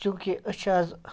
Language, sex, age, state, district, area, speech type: Kashmiri, male, 30-45, Jammu and Kashmir, Ganderbal, rural, spontaneous